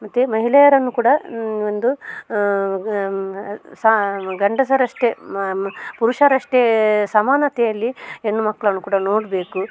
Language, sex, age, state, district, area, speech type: Kannada, female, 30-45, Karnataka, Dakshina Kannada, rural, spontaneous